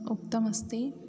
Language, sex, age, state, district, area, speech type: Sanskrit, female, 18-30, Kerala, Idukki, rural, spontaneous